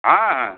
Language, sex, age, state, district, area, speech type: Bengali, male, 60+, West Bengal, Darjeeling, rural, conversation